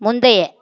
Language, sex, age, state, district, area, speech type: Tamil, female, 45-60, Tamil Nadu, Madurai, urban, read